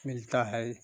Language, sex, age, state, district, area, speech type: Hindi, male, 60+, Uttar Pradesh, Ghazipur, rural, spontaneous